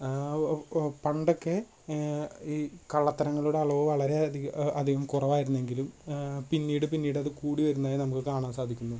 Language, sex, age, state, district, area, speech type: Malayalam, male, 18-30, Kerala, Thrissur, urban, spontaneous